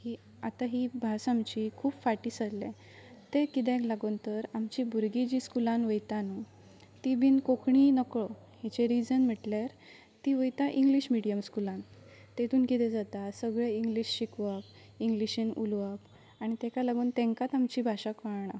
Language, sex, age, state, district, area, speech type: Goan Konkani, female, 18-30, Goa, Pernem, rural, spontaneous